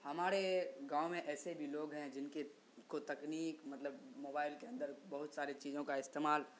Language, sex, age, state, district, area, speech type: Urdu, male, 18-30, Bihar, Saharsa, rural, spontaneous